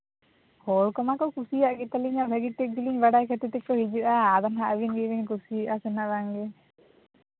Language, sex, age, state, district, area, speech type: Santali, female, 18-30, Jharkhand, East Singhbhum, rural, conversation